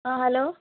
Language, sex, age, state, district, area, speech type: Malayalam, female, 18-30, Kerala, Kozhikode, rural, conversation